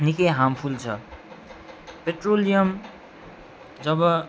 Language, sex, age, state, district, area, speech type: Nepali, male, 45-60, West Bengal, Alipurduar, urban, spontaneous